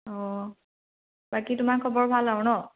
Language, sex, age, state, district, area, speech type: Assamese, female, 18-30, Assam, Majuli, urban, conversation